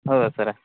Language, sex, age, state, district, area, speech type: Kannada, male, 30-45, Karnataka, Belgaum, rural, conversation